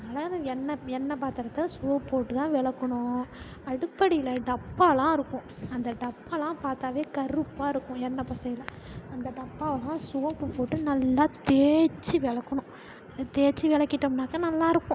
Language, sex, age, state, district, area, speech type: Tamil, female, 45-60, Tamil Nadu, Perambalur, rural, spontaneous